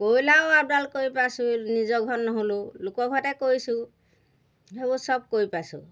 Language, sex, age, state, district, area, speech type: Assamese, female, 60+, Assam, Golaghat, rural, spontaneous